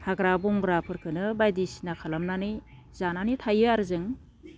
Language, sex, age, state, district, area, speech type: Bodo, female, 30-45, Assam, Baksa, rural, spontaneous